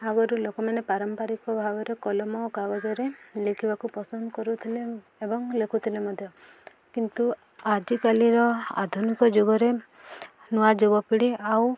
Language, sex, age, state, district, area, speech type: Odia, female, 18-30, Odisha, Subarnapur, rural, spontaneous